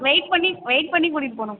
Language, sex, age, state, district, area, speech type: Tamil, female, 18-30, Tamil Nadu, Sivaganga, rural, conversation